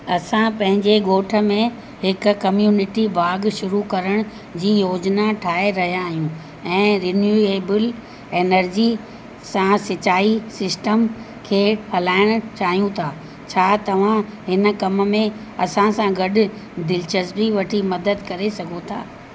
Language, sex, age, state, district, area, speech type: Sindhi, female, 60+, Uttar Pradesh, Lucknow, urban, spontaneous